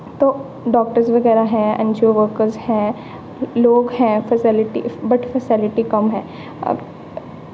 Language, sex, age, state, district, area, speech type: Dogri, female, 18-30, Jammu and Kashmir, Jammu, urban, spontaneous